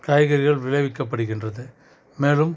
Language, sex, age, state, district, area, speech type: Tamil, male, 45-60, Tamil Nadu, Krishnagiri, rural, spontaneous